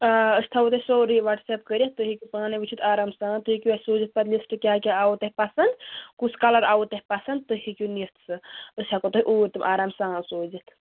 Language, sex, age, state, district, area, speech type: Kashmiri, female, 18-30, Jammu and Kashmir, Bandipora, rural, conversation